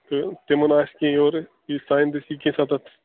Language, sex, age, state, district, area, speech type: Kashmiri, male, 30-45, Jammu and Kashmir, Bandipora, rural, conversation